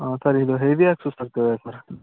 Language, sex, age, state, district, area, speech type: Kannada, male, 18-30, Karnataka, Kolar, rural, conversation